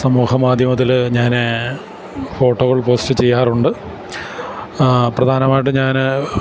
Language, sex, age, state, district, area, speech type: Malayalam, male, 45-60, Kerala, Kottayam, urban, spontaneous